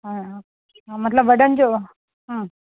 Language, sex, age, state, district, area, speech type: Sindhi, female, 45-60, Uttar Pradesh, Lucknow, rural, conversation